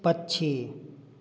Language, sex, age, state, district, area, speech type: Hindi, male, 30-45, Bihar, Samastipur, urban, read